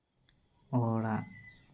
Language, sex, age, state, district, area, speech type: Santali, male, 18-30, Jharkhand, East Singhbhum, rural, read